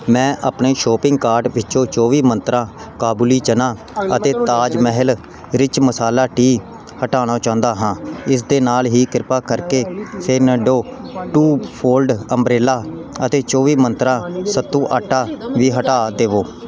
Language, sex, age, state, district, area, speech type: Punjabi, male, 30-45, Punjab, Pathankot, rural, read